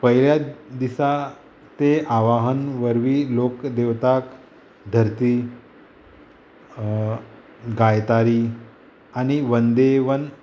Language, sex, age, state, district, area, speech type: Goan Konkani, male, 30-45, Goa, Murmgao, rural, spontaneous